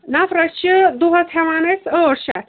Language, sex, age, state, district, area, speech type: Kashmiri, female, 45-60, Jammu and Kashmir, Ganderbal, rural, conversation